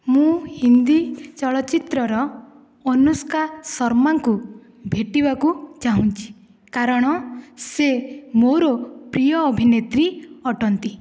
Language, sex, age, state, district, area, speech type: Odia, female, 18-30, Odisha, Dhenkanal, rural, spontaneous